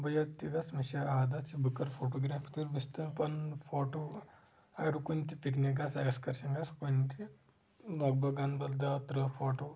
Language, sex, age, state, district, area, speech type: Kashmiri, male, 18-30, Jammu and Kashmir, Kulgam, rural, spontaneous